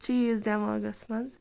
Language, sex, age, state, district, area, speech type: Kashmiri, female, 45-60, Jammu and Kashmir, Ganderbal, rural, spontaneous